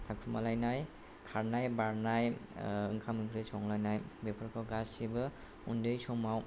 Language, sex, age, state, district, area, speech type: Bodo, male, 18-30, Assam, Kokrajhar, rural, spontaneous